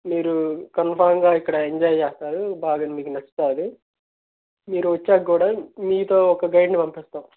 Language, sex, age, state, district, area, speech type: Telugu, male, 18-30, Andhra Pradesh, Guntur, urban, conversation